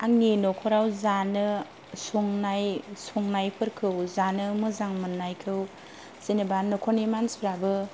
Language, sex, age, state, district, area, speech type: Bodo, female, 30-45, Assam, Kokrajhar, rural, spontaneous